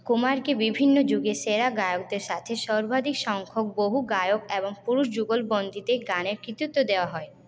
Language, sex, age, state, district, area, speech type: Bengali, female, 18-30, West Bengal, Purulia, urban, read